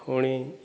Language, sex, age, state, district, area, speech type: Odia, male, 45-60, Odisha, Kandhamal, rural, spontaneous